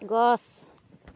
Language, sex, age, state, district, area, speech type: Assamese, female, 30-45, Assam, Dhemaji, rural, read